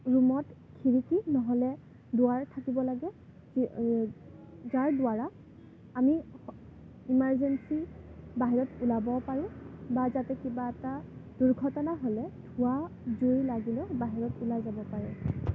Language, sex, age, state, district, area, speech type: Assamese, female, 18-30, Assam, Kamrup Metropolitan, urban, spontaneous